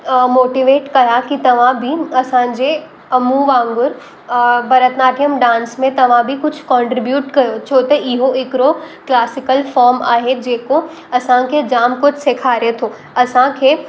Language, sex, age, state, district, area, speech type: Sindhi, female, 18-30, Maharashtra, Mumbai Suburban, urban, spontaneous